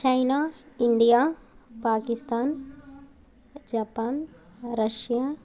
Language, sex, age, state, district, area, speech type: Telugu, female, 18-30, Telangana, Mancherial, rural, spontaneous